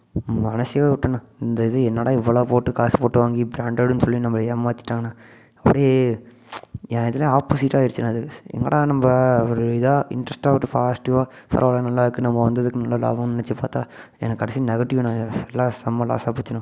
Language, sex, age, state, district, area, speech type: Tamil, male, 18-30, Tamil Nadu, Namakkal, urban, spontaneous